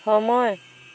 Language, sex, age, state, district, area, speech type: Assamese, female, 45-60, Assam, Dhemaji, rural, read